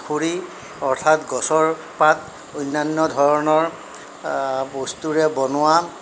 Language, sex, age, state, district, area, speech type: Assamese, male, 60+, Assam, Darrang, rural, spontaneous